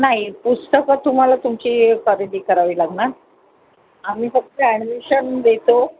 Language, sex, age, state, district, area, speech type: Marathi, female, 45-60, Maharashtra, Mumbai Suburban, urban, conversation